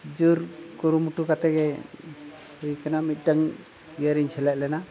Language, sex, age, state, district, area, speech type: Santali, male, 45-60, Odisha, Mayurbhanj, rural, spontaneous